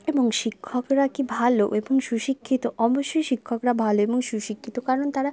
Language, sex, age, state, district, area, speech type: Bengali, female, 18-30, West Bengal, Bankura, urban, spontaneous